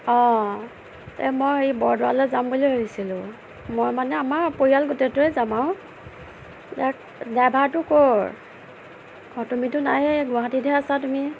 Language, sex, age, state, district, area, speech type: Assamese, female, 30-45, Assam, Nagaon, rural, spontaneous